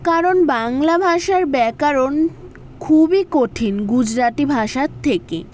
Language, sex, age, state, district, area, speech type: Bengali, female, 18-30, West Bengal, South 24 Parganas, urban, spontaneous